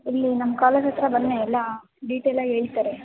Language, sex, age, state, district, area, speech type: Kannada, female, 18-30, Karnataka, Chitradurga, rural, conversation